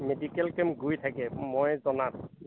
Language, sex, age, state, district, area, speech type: Assamese, male, 45-60, Assam, Majuli, rural, conversation